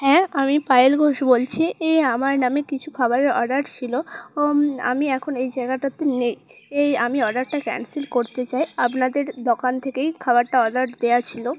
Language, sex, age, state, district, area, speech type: Bengali, female, 18-30, West Bengal, Purba Medinipur, rural, spontaneous